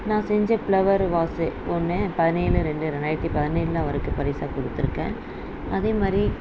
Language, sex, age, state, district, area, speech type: Tamil, female, 30-45, Tamil Nadu, Dharmapuri, rural, spontaneous